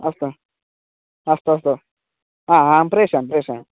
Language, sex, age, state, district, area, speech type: Sanskrit, male, 18-30, Karnataka, Bagalkot, rural, conversation